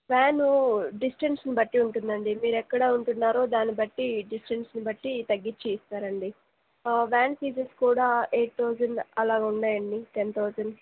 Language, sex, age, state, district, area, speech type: Telugu, female, 18-30, Andhra Pradesh, Nellore, rural, conversation